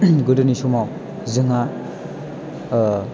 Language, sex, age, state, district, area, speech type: Bodo, male, 18-30, Assam, Chirang, urban, spontaneous